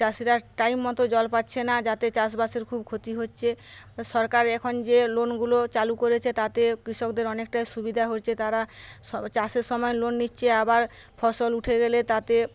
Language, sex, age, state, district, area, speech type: Bengali, female, 30-45, West Bengal, Paschim Medinipur, rural, spontaneous